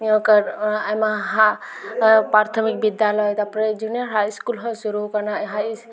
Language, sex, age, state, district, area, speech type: Santali, female, 18-30, West Bengal, Purulia, rural, spontaneous